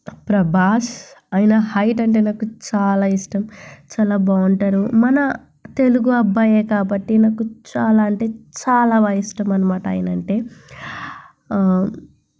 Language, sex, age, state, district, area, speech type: Telugu, female, 18-30, Andhra Pradesh, Kakinada, urban, spontaneous